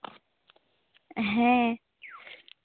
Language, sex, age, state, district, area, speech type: Santali, female, 18-30, West Bengal, Bankura, rural, conversation